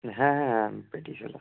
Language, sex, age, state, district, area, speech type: Bengali, male, 18-30, West Bengal, Murshidabad, urban, conversation